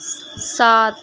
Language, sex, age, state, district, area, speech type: Urdu, female, 18-30, Uttar Pradesh, Gautam Buddha Nagar, urban, read